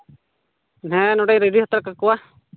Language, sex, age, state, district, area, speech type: Santali, male, 18-30, Jharkhand, Pakur, rural, conversation